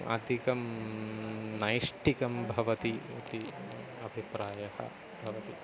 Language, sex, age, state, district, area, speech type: Sanskrit, male, 45-60, Kerala, Thiruvananthapuram, urban, spontaneous